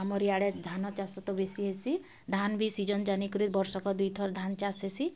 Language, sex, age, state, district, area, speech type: Odia, female, 30-45, Odisha, Bargarh, urban, spontaneous